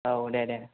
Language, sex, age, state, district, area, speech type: Bodo, male, 18-30, Assam, Chirang, rural, conversation